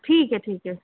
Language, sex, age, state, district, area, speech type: Urdu, female, 18-30, Delhi, Central Delhi, urban, conversation